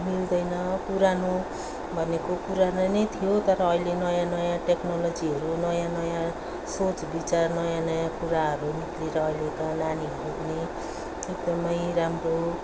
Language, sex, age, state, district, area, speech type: Nepali, female, 45-60, West Bengal, Darjeeling, rural, spontaneous